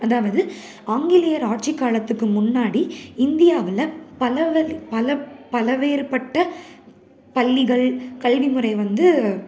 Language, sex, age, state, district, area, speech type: Tamil, female, 18-30, Tamil Nadu, Salem, urban, spontaneous